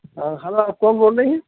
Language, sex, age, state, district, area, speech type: Urdu, male, 60+, Delhi, South Delhi, urban, conversation